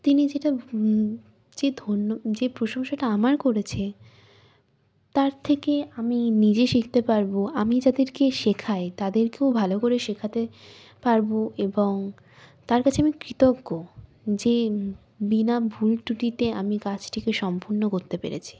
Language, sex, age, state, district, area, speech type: Bengali, female, 18-30, West Bengal, Birbhum, urban, spontaneous